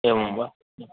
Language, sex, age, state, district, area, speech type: Sanskrit, male, 30-45, Karnataka, Vijayapura, urban, conversation